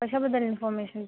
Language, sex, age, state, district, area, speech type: Marathi, male, 45-60, Maharashtra, Yavatmal, rural, conversation